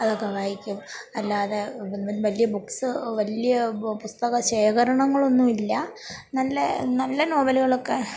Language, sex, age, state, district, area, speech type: Malayalam, female, 45-60, Kerala, Kollam, rural, spontaneous